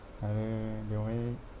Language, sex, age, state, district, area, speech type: Bodo, male, 30-45, Assam, Kokrajhar, rural, spontaneous